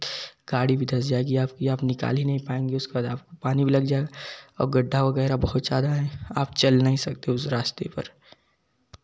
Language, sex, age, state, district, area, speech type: Hindi, male, 18-30, Uttar Pradesh, Jaunpur, urban, spontaneous